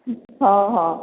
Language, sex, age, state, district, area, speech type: Odia, female, 45-60, Odisha, Sambalpur, rural, conversation